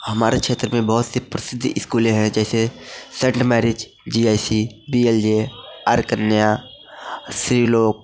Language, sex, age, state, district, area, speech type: Hindi, male, 18-30, Uttar Pradesh, Mirzapur, rural, spontaneous